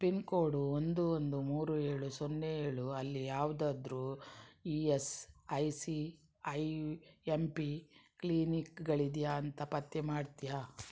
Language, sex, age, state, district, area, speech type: Kannada, female, 60+, Karnataka, Udupi, rural, read